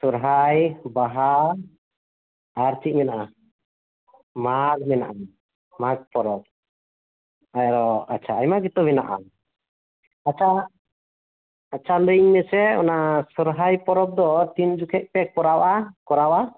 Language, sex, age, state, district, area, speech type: Santali, male, 45-60, West Bengal, Birbhum, rural, conversation